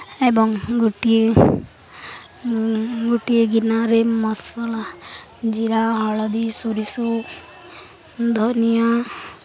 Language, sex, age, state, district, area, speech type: Odia, female, 18-30, Odisha, Balangir, urban, spontaneous